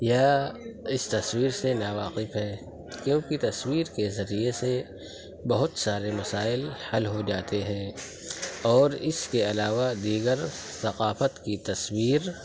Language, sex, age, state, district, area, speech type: Urdu, male, 45-60, Uttar Pradesh, Lucknow, rural, spontaneous